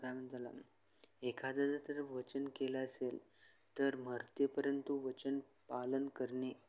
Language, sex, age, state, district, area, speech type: Marathi, male, 18-30, Maharashtra, Sangli, rural, spontaneous